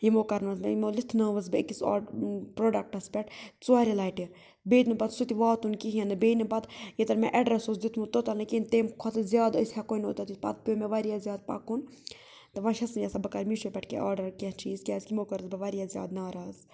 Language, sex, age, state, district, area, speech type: Kashmiri, other, 30-45, Jammu and Kashmir, Budgam, rural, spontaneous